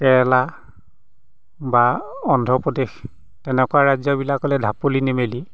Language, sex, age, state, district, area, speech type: Assamese, male, 45-60, Assam, Golaghat, urban, spontaneous